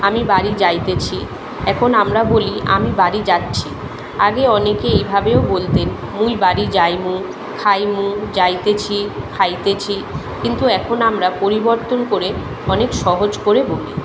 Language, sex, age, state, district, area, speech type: Bengali, female, 30-45, West Bengal, Kolkata, urban, spontaneous